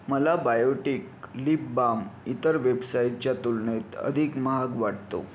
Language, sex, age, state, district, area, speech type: Marathi, male, 30-45, Maharashtra, Yavatmal, rural, read